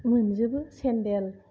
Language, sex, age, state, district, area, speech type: Bodo, female, 45-60, Assam, Kokrajhar, urban, spontaneous